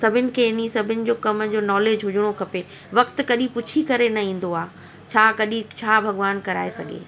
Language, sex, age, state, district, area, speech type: Sindhi, female, 45-60, Delhi, South Delhi, urban, spontaneous